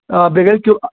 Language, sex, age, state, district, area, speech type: Kashmiri, male, 30-45, Jammu and Kashmir, Pulwama, urban, conversation